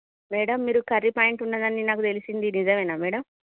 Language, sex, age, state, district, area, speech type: Telugu, female, 30-45, Telangana, Jagtial, urban, conversation